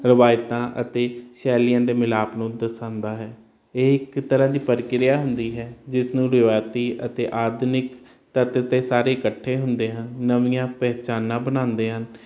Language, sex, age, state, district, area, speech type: Punjabi, male, 30-45, Punjab, Hoshiarpur, urban, spontaneous